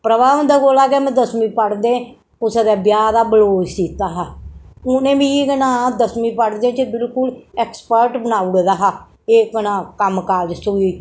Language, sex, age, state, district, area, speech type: Dogri, female, 60+, Jammu and Kashmir, Reasi, urban, spontaneous